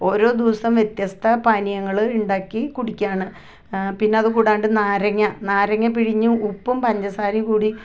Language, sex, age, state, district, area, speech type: Malayalam, female, 45-60, Kerala, Ernakulam, rural, spontaneous